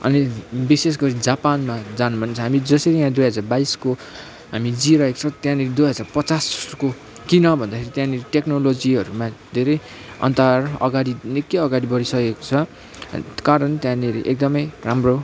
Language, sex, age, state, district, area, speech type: Nepali, male, 18-30, West Bengal, Kalimpong, rural, spontaneous